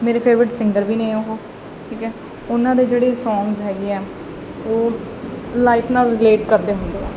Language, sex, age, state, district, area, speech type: Punjabi, female, 18-30, Punjab, Muktsar, urban, spontaneous